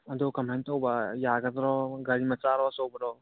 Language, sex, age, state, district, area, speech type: Manipuri, male, 30-45, Manipur, Churachandpur, rural, conversation